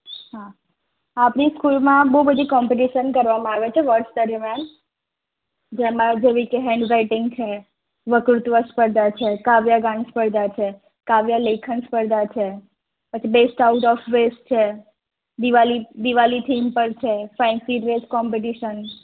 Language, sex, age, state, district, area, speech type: Gujarati, female, 30-45, Gujarat, Anand, rural, conversation